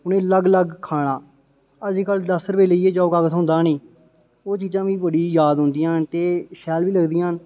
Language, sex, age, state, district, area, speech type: Dogri, male, 18-30, Jammu and Kashmir, Reasi, rural, spontaneous